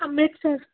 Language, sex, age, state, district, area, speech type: Punjabi, female, 18-30, Punjab, Muktsar, rural, conversation